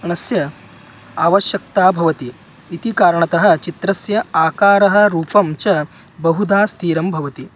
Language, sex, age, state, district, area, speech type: Sanskrit, male, 18-30, Maharashtra, Solapur, rural, spontaneous